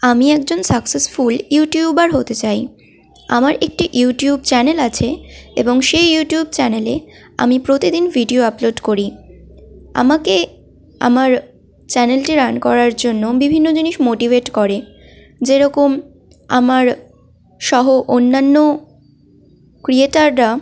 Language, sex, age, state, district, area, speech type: Bengali, female, 18-30, West Bengal, Malda, rural, spontaneous